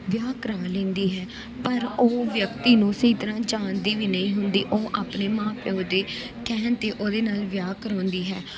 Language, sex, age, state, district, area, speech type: Punjabi, female, 18-30, Punjab, Gurdaspur, rural, spontaneous